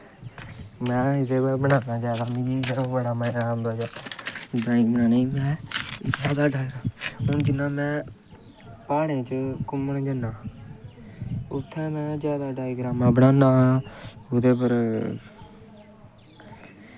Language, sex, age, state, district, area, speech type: Dogri, male, 18-30, Jammu and Kashmir, Kathua, rural, spontaneous